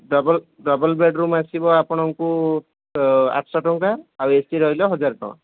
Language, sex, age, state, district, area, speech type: Odia, male, 30-45, Odisha, Sambalpur, rural, conversation